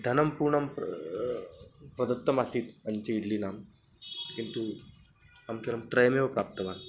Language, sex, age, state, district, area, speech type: Sanskrit, male, 30-45, Maharashtra, Nagpur, urban, spontaneous